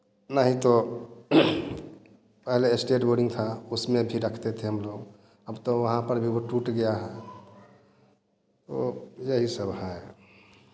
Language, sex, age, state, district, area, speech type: Hindi, male, 45-60, Bihar, Samastipur, rural, spontaneous